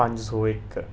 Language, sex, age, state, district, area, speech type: Dogri, male, 30-45, Jammu and Kashmir, Udhampur, rural, spontaneous